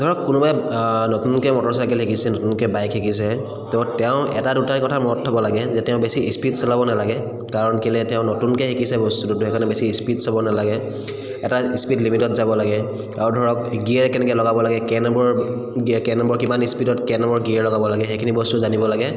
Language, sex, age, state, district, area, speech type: Assamese, male, 30-45, Assam, Charaideo, urban, spontaneous